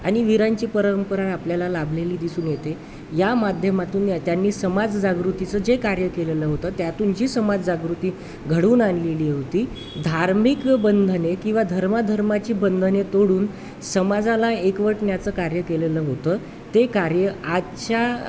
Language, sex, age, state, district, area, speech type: Marathi, male, 30-45, Maharashtra, Wardha, urban, spontaneous